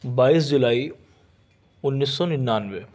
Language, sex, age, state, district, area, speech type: Urdu, male, 30-45, Delhi, South Delhi, urban, spontaneous